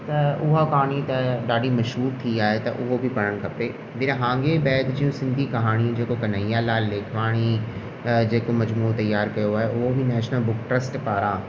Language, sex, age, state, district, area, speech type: Sindhi, male, 18-30, Rajasthan, Ajmer, urban, spontaneous